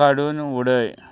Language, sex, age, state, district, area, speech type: Goan Konkani, male, 30-45, Goa, Murmgao, rural, read